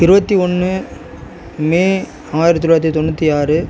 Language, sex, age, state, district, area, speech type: Tamil, male, 30-45, Tamil Nadu, Tiruvarur, rural, spontaneous